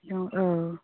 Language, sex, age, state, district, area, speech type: Bodo, female, 18-30, Assam, Udalguri, rural, conversation